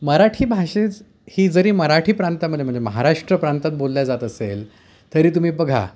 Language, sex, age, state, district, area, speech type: Marathi, male, 30-45, Maharashtra, Yavatmal, urban, spontaneous